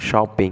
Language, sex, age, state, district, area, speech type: Tamil, male, 18-30, Tamil Nadu, Viluppuram, urban, read